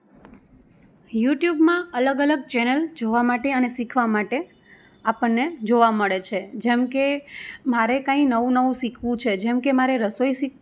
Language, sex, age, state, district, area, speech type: Gujarati, female, 30-45, Gujarat, Rajkot, rural, spontaneous